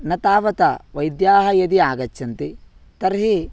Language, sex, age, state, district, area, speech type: Sanskrit, male, 18-30, Karnataka, Vijayapura, rural, spontaneous